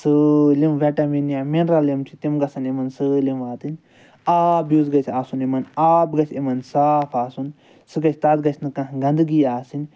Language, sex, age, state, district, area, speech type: Kashmiri, male, 30-45, Jammu and Kashmir, Srinagar, urban, spontaneous